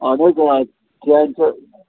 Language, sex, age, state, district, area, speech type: Kashmiri, male, 30-45, Jammu and Kashmir, Srinagar, urban, conversation